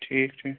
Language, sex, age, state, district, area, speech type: Kashmiri, male, 30-45, Jammu and Kashmir, Srinagar, urban, conversation